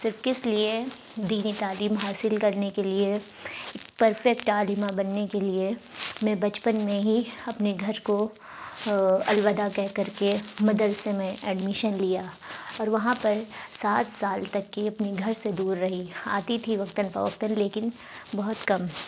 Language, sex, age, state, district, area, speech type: Urdu, female, 30-45, Uttar Pradesh, Lucknow, urban, spontaneous